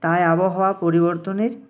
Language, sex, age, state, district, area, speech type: Bengali, male, 18-30, West Bengal, Uttar Dinajpur, urban, spontaneous